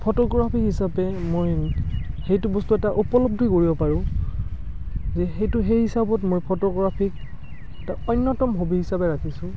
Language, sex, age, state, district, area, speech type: Assamese, male, 18-30, Assam, Barpeta, rural, spontaneous